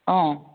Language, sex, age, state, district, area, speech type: Assamese, female, 30-45, Assam, Biswanath, rural, conversation